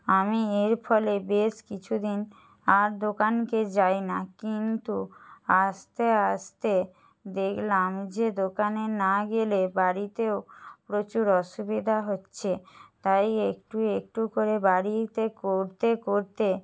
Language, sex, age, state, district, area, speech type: Bengali, female, 60+, West Bengal, Jhargram, rural, spontaneous